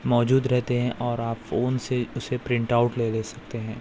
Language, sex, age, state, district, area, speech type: Urdu, male, 18-30, Telangana, Hyderabad, urban, spontaneous